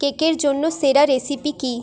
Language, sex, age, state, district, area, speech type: Bengali, female, 18-30, West Bengal, Jhargram, rural, read